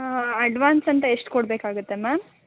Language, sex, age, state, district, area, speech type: Kannada, female, 18-30, Karnataka, Ramanagara, rural, conversation